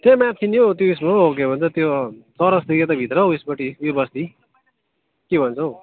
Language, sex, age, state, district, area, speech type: Nepali, male, 30-45, West Bengal, Kalimpong, rural, conversation